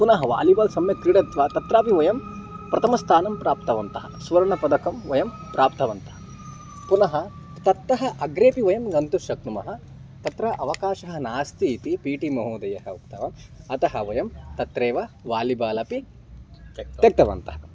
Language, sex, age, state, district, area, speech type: Sanskrit, male, 18-30, Karnataka, Chitradurga, rural, spontaneous